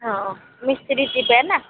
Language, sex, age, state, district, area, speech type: Odia, female, 45-60, Odisha, Sundergarh, rural, conversation